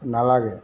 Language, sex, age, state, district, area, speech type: Assamese, male, 60+, Assam, Golaghat, urban, spontaneous